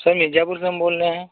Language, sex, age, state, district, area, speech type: Hindi, male, 30-45, Uttar Pradesh, Mirzapur, rural, conversation